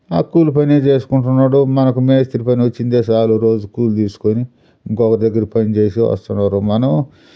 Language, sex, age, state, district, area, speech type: Telugu, male, 60+, Andhra Pradesh, Sri Balaji, urban, spontaneous